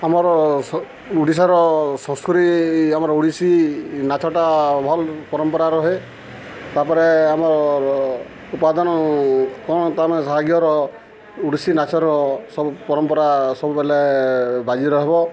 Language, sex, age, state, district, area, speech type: Odia, male, 45-60, Odisha, Subarnapur, urban, spontaneous